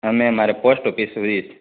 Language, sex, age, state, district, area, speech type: Gujarati, male, 18-30, Gujarat, Narmada, urban, conversation